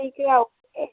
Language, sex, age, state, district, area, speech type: Dogri, female, 18-30, Jammu and Kashmir, Udhampur, urban, conversation